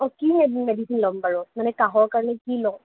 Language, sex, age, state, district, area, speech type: Assamese, female, 18-30, Assam, Kamrup Metropolitan, urban, conversation